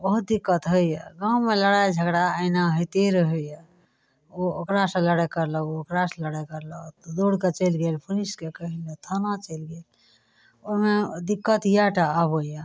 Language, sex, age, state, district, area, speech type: Maithili, female, 30-45, Bihar, Araria, rural, spontaneous